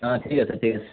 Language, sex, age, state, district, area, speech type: Assamese, male, 30-45, Assam, Sivasagar, rural, conversation